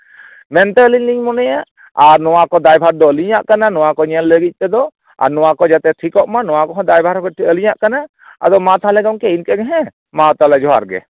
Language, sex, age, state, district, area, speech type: Santali, male, 45-60, West Bengal, Purulia, rural, conversation